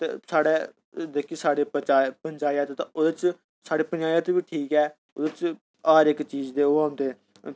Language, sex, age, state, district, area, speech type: Dogri, male, 30-45, Jammu and Kashmir, Udhampur, urban, spontaneous